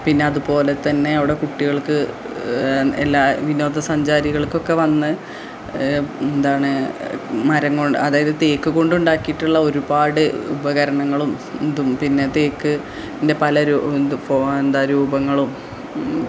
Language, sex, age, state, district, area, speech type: Malayalam, female, 30-45, Kerala, Malappuram, rural, spontaneous